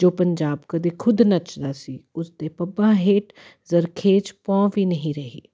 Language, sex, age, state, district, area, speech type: Punjabi, female, 30-45, Punjab, Jalandhar, urban, spontaneous